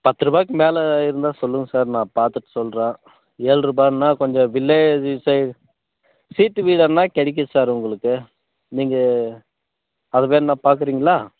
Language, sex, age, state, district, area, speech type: Tamil, male, 30-45, Tamil Nadu, Krishnagiri, rural, conversation